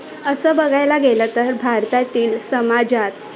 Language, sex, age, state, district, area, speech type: Marathi, female, 18-30, Maharashtra, Thane, urban, spontaneous